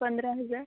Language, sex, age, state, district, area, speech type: Marathi, female, 18-30, Maharashtra, Amravati, urban, conversation